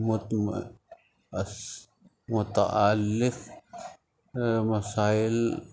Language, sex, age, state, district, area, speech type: Urdu, male, 45-60, Uttar Pradesh, Rampur, urban, spontaneous